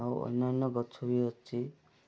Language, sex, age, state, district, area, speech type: Odia, male, 30-45, Odisha, Malkangiri, urban, spontaneous